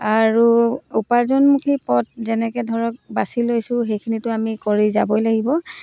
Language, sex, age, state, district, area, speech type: Assamese, female, 30-45, Assam, Charaideo, rural, spontaneous